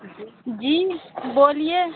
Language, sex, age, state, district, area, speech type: Urdu, female, 30-45, Uttar Pradesh, Lucknow, urban, conversation